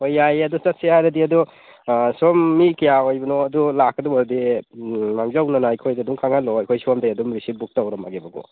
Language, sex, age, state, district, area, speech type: Manipuri, male, 18-30, Manipur, Churachandpur, rural, conversation